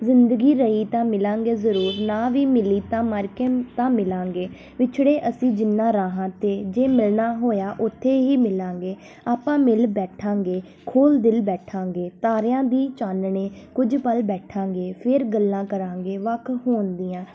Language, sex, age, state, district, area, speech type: Punjabi, female, 18-30, Punjab, Tarn Taran, urban, spontaneous